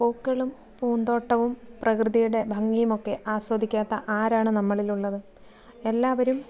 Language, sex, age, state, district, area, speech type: Malayalam, female, 45-60, Kerala, Kasaragod, urban, spontaneous